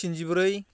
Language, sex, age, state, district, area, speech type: Bodo, male, 18-30, Assam, Baksa, rural, spontaneous